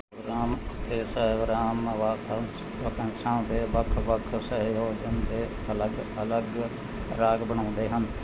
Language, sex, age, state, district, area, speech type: Punjabi, male, 60+, Punjab, Mohali, rural, read